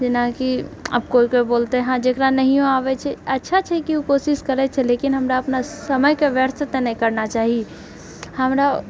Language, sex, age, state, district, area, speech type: Maithili, female, 45-60, Bihar, Purnia, rural, spontaneous